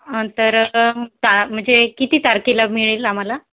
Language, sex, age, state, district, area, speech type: Marathi, female, 30-45, Maharashtra, Yavatmal, urban, conversation